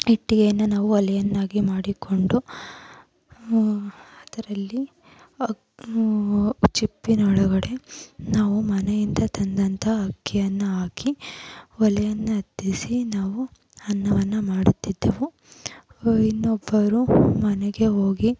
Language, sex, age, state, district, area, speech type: Kannada, female, 30-45, Karnataka, Tumkur, rural, spontaneous